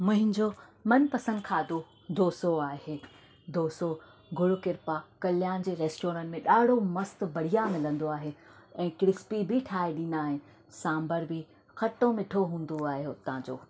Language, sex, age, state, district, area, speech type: Sindhi, female, 30-45, Maharashtra, Thane, urban, spontaneous